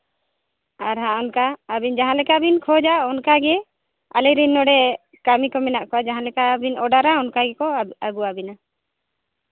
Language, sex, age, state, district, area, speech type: Santali, female, 30-45, Jharkhand, Seraikela Kharsawan, rural, conversation